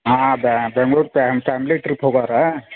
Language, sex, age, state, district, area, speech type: Kannada, male, 45-60, Karnataka, Belgaum, rural, conversation